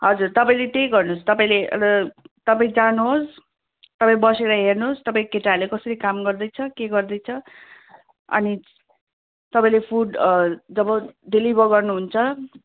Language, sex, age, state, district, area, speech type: Nepali, female, 30-45, West Bengal, Kalimpong, rural, conversation